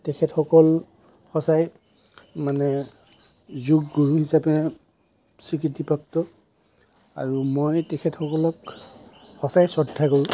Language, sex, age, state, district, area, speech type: Assamese, male, 45-60, Assam, Darrang, rural, spontaneous